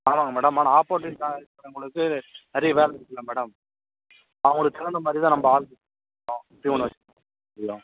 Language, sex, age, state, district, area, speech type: Tamil, male, 18-30, Tamil Nadu, Ranipet, urban, conversation